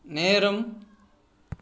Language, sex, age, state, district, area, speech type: Tamil, male, 45-60, Tamil Nadu, Tiruppur, rural, read